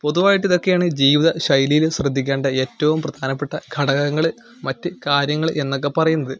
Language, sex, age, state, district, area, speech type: Malayalam, male, 18-30, Kerala, Malappuram, rural, spontaneous